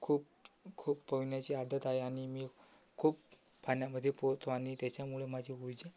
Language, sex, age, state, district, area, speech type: Marathi, male, 18-30, Maharashtra, Amravati, urban, spontaneous